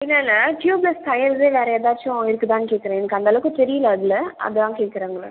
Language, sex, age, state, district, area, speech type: Tamil, female, 30-45, Tamil Nadu, Viluppuram, rural, conversation